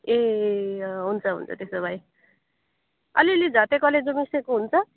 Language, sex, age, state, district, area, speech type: Nepali, female, 18-30, West Bengal, Kalimpong, rural, conversation